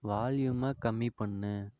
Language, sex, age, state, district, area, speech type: Tamil, male, 45-60, Tamil Nadu, Ariyalur, rural, read